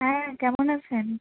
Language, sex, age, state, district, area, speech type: Bengali, female, 18-30, West Bengal, Howrah, urban, conversation